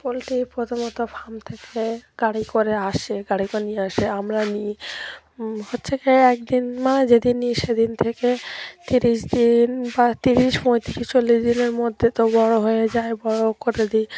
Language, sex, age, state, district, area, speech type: Bengali, female, 30-45, West Bengal, Dakshin Dinajpur, urban, spontaneous